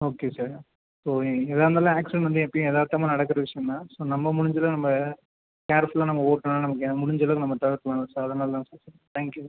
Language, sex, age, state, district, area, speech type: Tamil, male, 18-30, Tamil Nadu, Viluppuram, rural, conversation